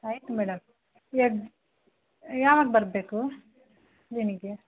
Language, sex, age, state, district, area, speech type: Kannada, female, 30-45, Karnataka, Mysore, rural, conversation